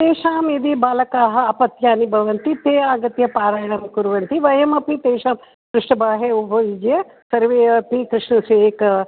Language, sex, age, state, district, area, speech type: Sanskrit, female, 60+, Tamil Nadu, Chennai, urban, conversation